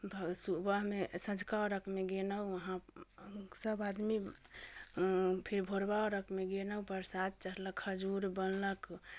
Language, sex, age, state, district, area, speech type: Maithili, female, 18-30, Bihar, Muzaffarpur, rural, spontaneous